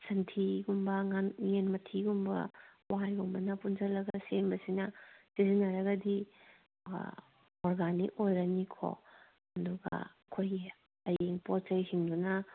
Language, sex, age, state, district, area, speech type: Manipuri, female, 30-45, Manipur, Kangpokpi, urban, conversation